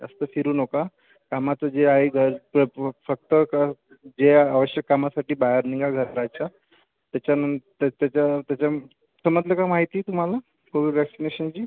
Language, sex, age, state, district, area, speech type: Marathi, male, 18-30, Maharashtra, Yavatmal, rural, conversation